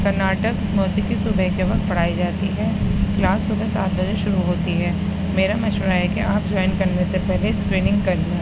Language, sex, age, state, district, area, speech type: Urdu, female, 18-30, Delhi, East Delhi, urban, read